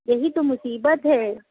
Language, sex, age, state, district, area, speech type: Urdu, female, 45-60, Uttar Pradesh, Lucknow, rural, conversation